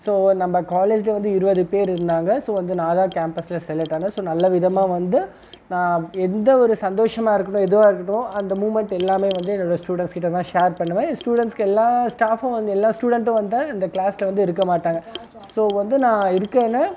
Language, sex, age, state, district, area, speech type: Tamil, male, 30-45, Tamil Nadu, Krishnagiri, rural, spontaneous